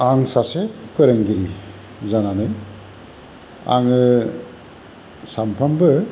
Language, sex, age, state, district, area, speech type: Bodo, male, 45-60, Assam, Kokrajhar, rural, spontaneous